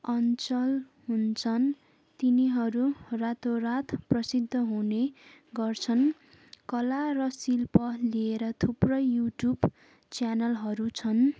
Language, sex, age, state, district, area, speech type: Nepali, female, 18-30, West Bengal, Darjeeling, rural, spontaneous